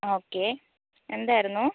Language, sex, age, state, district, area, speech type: Malayalam, female, 18-30, Kerala, Wayanad, rural, conversation